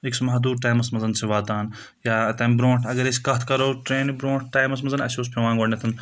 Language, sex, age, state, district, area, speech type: Kashmiri, male, 18-30, Jammu and Kashmir, Budgam, rural, spontaneous